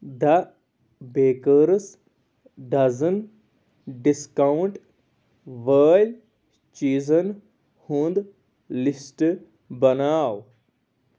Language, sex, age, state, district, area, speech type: Kashmiri, male, 30-45, Jammu and Kashmir, Anantnag, rural, read